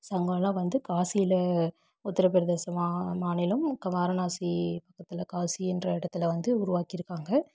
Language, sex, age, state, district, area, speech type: Tamil, female, 18-30, Tamil Nadu, Namakkal, rural, spontaneous